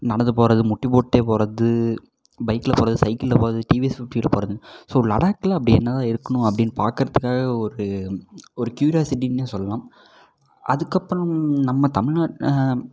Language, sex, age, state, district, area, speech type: Tamil, male, 18-30, Tamil Nadu, Namakkal, rural, spontaneous